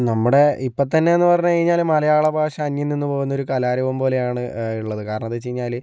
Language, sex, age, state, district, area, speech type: Malayalam, male, 60+, Kerala, Kozhikode, urban, spontaneous